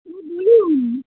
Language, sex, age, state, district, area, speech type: Bengali, female, 18-30, West Bengal, Darjeeling, urban, conversation